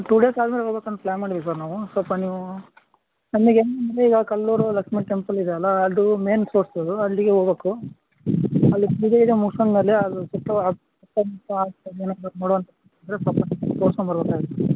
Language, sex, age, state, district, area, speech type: Kannada, male, 30-45, Karnataka, Raichur, rural, conversation